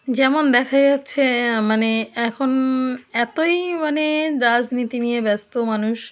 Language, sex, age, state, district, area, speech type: Bengali, female, 45-60, West Bengal, South 24 Parganas, rural, spontaneous